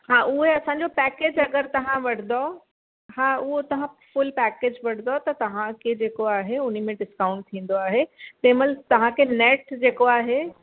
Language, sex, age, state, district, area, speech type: Sindhi, female, 30-45, Uttar Pradesh, Lucknow, urban, conversation